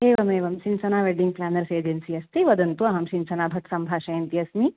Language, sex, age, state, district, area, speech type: Sanskrit, female, 18-30, Karnataka, Dakshina Kannada, urban, conversation